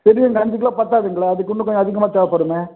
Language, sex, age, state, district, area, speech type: Tamil, male, 45-60, Tamil Nadu, Dharmapuri, rural, conversation